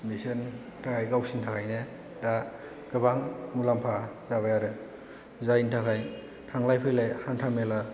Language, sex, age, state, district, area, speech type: Bodo, male, 18-30, Assam, Chirang, rural, spontaneous